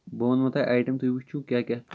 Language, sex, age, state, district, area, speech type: Kashmiri, male, 18-30, Jammu and Kashmir, Kupwara, rural, spontaneous